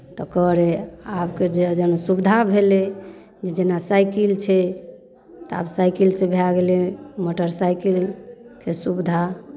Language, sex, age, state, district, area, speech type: Maithili, female, 45-60, Bihar, Darbhanga, urban, spontaneous